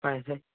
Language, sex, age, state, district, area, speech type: Bengali, male, 60+, West Bengal, Purba Medinipur, rural, conversation